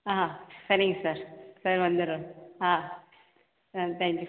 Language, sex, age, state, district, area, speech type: Tamil, female, 18-30, Tamil Nadu, Cuddalore, rural, conversation